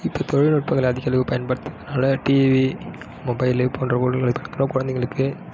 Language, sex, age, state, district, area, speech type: Tamil, male, 18-30, Tamil Nadu, Kallakurichi, rural, spontaneous